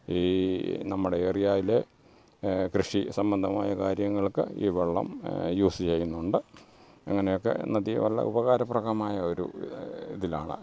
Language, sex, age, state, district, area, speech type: Malayalam, male, 60+, Kerala, Pathanamthitta, rural, spontaneous